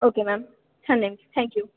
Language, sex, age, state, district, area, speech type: Hindi, female, 18-30, Uttar Pradesh, Bhadohi, rural, conversation